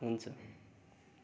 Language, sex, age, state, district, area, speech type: Nepali, male, 18-30, West Bengal, Darjeeling, rural, spontaneous